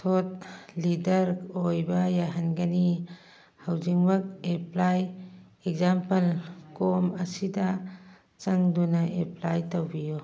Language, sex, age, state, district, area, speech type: Manipuri, female, 45-60, Manipur, Churachandpur, urban, read